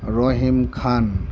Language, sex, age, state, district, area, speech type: Bengali, male, 60+, West Bengal, Murshidabad, rural, spontaneous